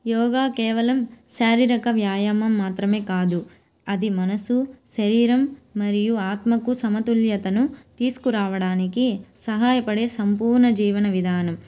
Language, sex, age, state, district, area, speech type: Telugu, female, 18-30, Andhra Pradesh, Nellore, rural, spontaneous